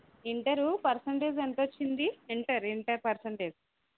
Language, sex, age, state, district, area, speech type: Telugu, female, 18-30, Andhra Pradesh, Konaseema, rural, conversation